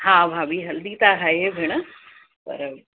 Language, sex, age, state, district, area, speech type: Sindhi, female, 45-60, Uttar Pradesh, Lucknow, urban, conversation